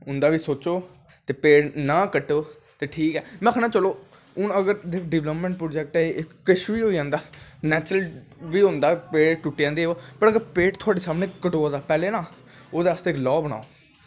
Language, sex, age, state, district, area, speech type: Dogri, male, 18-30, Jammu and Kashmir, Jammu, urban, spontaneous